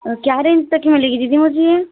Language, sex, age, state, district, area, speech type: Hindi, female, 45-60, Madhya Pradesh, Balaghat, rural, conversation